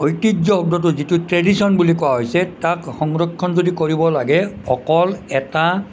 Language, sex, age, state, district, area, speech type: Assamese, male, 60+, Assam, Nalbari, rural, spontaneous